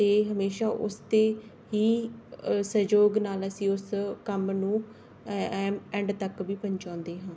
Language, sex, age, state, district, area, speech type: Punjabi, female, 18-30, Punjab, Bathinda, rural, spontaneous